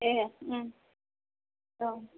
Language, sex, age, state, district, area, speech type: Bodo, female, 30-45, Assam, Chirang, rural, conversation